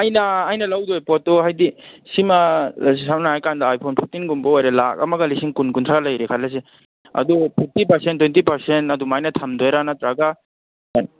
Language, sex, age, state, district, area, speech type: Manipuri, male, 30-45, Manipur, Kangpokpi, urban, conversation